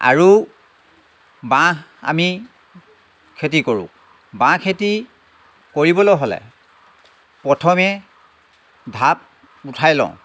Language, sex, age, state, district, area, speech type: Assamese, male, 60+, Assam, Lakhimpur, urban, spontaneous